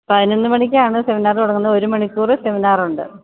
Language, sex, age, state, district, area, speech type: Malayalam, female, 30-45, Kerala, Idukki, rural, conversation